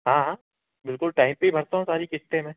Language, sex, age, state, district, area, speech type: Hindi, male, 18-30, Madhya Pradesh, Indore, urban, conversation